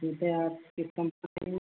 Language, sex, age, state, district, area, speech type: Hindi, male, 45-60, Uttar Pradesh, Sitapur, rural, conversation